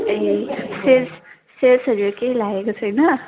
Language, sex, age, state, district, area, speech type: Nepali, female, 18-30, West Bengal, Darjeeling, rural, conversation